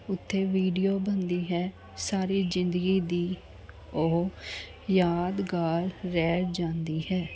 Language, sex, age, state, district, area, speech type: Punjabi, female, 30-45, Punjab, Jalandhar, urban, spontaneous